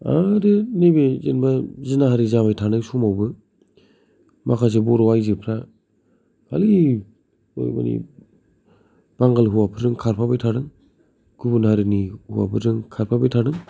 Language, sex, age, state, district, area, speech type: Bodo, male, 30-45, Assam, Kokrajhar, rural, spontaneous